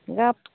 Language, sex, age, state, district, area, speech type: Santali, female, 30-45, West Bengal, Malda, rural, conversation